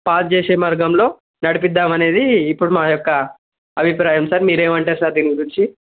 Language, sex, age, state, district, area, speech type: Telugu, male, 18-30, Telangana, Yadadri Bhuvanagiri, urban, conversation